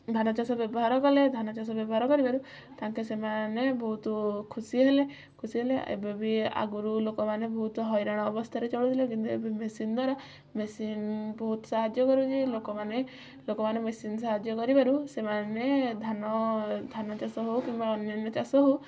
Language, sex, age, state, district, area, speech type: Odia, female, 18-30, Odisha, Kendujhar, urban, spontaneous